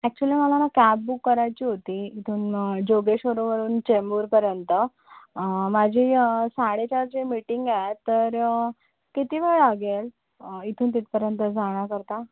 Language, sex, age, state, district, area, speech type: Marathi, female, 30-45, Maharashtra, Mumbai Suburban, urban, conversation